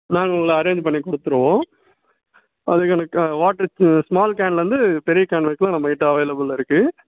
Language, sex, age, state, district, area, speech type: Tamil, male, 18-30, Tamil Nadu, Ranipet, urban, conversation